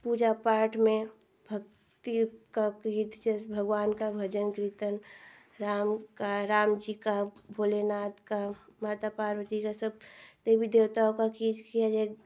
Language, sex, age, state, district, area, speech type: Hindi, female, 18-30, Uttar Pradesh, Ghazipur, rural, spontaneous